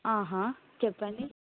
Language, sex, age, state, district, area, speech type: Telugu, female, 18-30, Telangana, Suryapet, urban, conversation